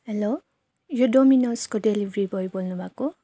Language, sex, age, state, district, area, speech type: Nepali, female, 30-45, West Bengal, Darjeeling, rural, spontaneous